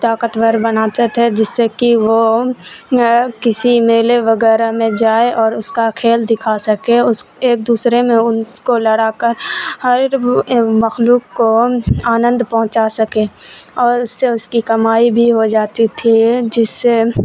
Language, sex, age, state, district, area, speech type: Urdu, female, 30-45, Bihar, Supaul, urban, spontaneous